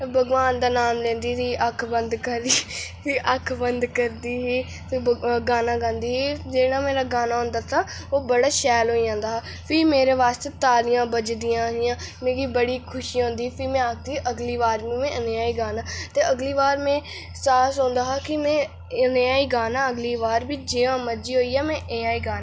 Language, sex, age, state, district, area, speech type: Dogri, female, 18-30, Jammu and Kashmir, Reasi, urban, spontaneous